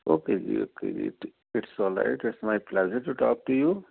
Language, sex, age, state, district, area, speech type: Punjabi, male, 60+, Punjab, Firozpur, urban, conversation